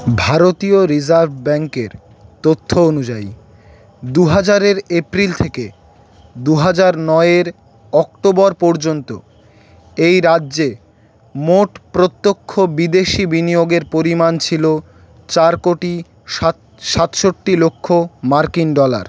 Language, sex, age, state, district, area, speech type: Bengali, male, 18-30, West Bengal, Howrah, urban, read